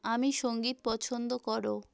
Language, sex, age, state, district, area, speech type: Bengali, female, 18-30, West Bengal, South 24 Parganas, rural, read